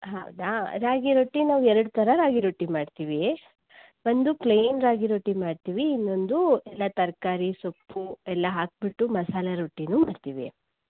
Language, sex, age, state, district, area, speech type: Kannada, female, 30-45, Karnataka, Shimoga, rural, conversation